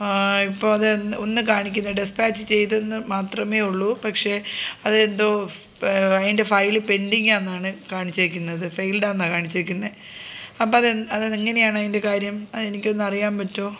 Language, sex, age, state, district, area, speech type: Malayalam, female, 30-45, Kerala, Thiruvananthapuram, rural, spontaneous